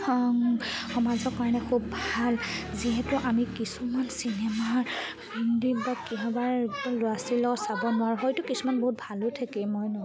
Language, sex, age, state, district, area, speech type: Assamese, female, 45-60, Assam, Charaideo, rural, spontaneous